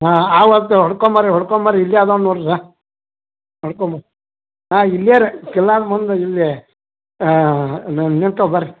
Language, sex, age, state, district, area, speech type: Kannada, male, 45-60, Karnataka, Belgaum, rural, conversation